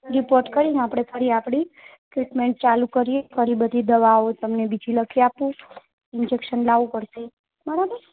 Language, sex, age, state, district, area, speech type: Gujarati, female, 30-45, Gujarat, Morbi, urban, conversation